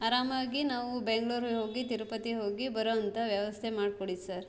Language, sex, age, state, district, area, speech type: Kannada, female, 30-45, Karnataka, Shimoga, rural, spontaneous